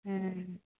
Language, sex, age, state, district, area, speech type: Maithili, female, 60+, Bihar, Saharsa, rural, conversation